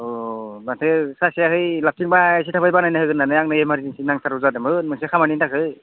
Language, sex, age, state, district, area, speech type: Bodo, male, 18-30, Assam, Udalguri, rural, conversation